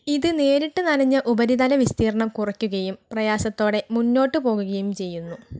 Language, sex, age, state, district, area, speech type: Malayalam, female, 18-30, Kerala, Wayanad, rural, read